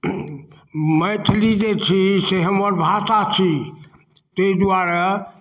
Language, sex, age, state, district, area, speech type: Maithili, male, 60+, Bihar, Darbhanga, rural, spontaneous